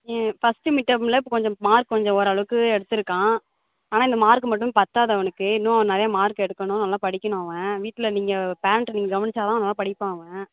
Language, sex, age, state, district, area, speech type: Tamil, female, 18-30, Tamil Nadu, Thanjavur, urban, conversation